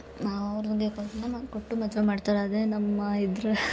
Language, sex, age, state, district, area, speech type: Kannada, female, 30-45, Karnataka, Hassan, urban, spontaneous